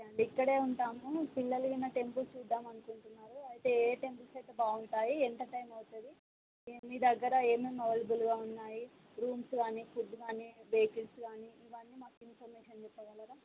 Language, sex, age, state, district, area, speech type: Telugu, female, 18-30, Andhra Pradesh, Srikakulam, rural, conversation